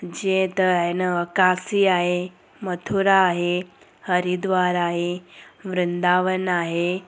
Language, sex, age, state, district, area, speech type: Sindhi, female, 30-45, Gujarat, Surat, urban, spontaneous